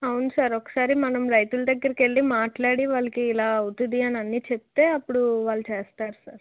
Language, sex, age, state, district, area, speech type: Telugu, female, 18-30, Andhra Pradesh, Anakapalli, urban, conversation